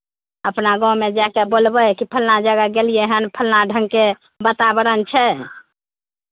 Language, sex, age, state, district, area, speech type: Maithili, female, 60+, Bihar, Madhepura, rural, conversation